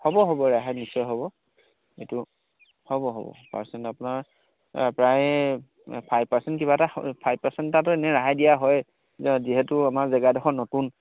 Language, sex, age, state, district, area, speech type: Assamese, male, 30-45, Assam, Sivasagar, rural, conversation